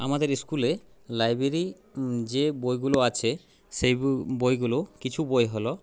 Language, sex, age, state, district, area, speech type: Bengali, male, 30-45, West Bengal, Purulia, rural, spontaneous